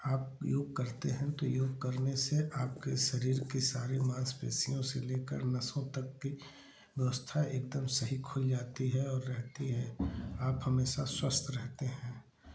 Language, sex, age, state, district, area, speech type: Hindi, male, 45-60, Uttar Pradesh, Chandauli, urban, spontaneous